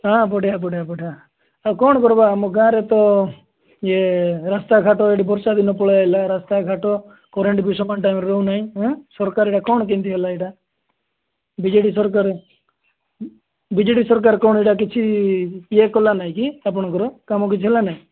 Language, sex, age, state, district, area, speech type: Odia, male, 30-45, Odisha, Nabarangpur, urban, conversation